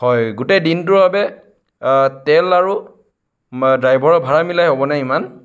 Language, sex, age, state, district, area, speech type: Assamese, male, 30-45, Assam, Sonitpur, rural, spontaneous